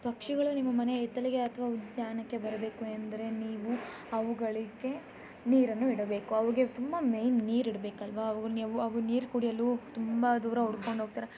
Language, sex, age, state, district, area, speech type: Kannada, female, 18-30, Karnataka, Chikkamagaluru, rural, spontaneous